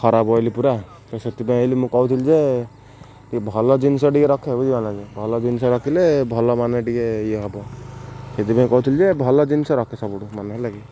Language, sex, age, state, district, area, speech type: Odia, male, 18-30, Odisha, Ganjam, urban, spontaneous